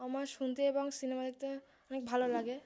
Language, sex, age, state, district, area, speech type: Bengali, female, 18-30, West Bengal, Uttar Dinajpur, urban, spontaneous